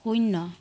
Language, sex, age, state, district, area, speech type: Assamese, female, 30-45, Assam, Biswanath, rural, read